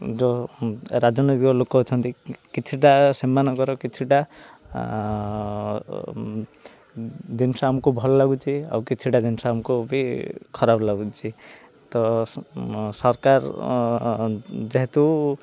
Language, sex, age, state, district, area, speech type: Odia, male, 18-30, Odisha, Ganjam, urban, spontaneous